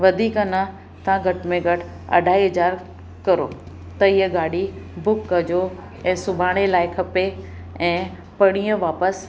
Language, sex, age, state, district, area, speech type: Sindhi, female, 45-60, Maharashtra, Mumbai Suburban, urban, spontaneous